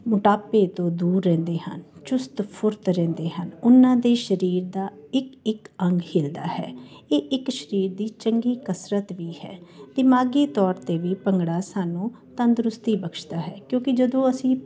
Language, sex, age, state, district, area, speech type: Punjabi, female, 45-60, Punjab, Jalandhar, urban, spontaneous